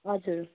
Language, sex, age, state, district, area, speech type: Nepali, female, 45-60, West Bengal, Jalpaiguri, urban, conversation